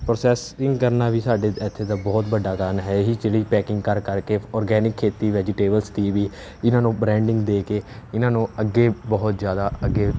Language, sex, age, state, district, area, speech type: Punjabi, male, 18-30, Punjab, Kapurthala, urban, spontaneous